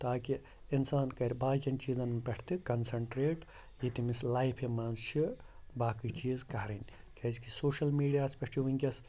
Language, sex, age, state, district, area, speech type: Kashmiri, male, 30-45, Jammu and Kashmir, Ganderbal, rural, spontaneous